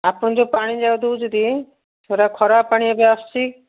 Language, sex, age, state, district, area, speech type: Odia, female, 60+, Odisha, Gajapati, rural, conversation